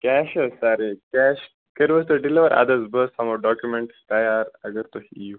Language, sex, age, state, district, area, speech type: Kashmiri, male, 18-30, Jammu and Kashmir, Baramulla, rural, conversation